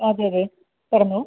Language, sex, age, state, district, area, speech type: Malayalam, male, 18-30, Kerala, Kasaragod, urban, conversation